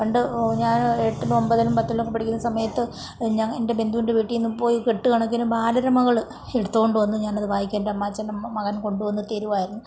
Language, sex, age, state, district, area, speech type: Malayalam, female, 45-60, Kerala, Kollam, rural, spontaneous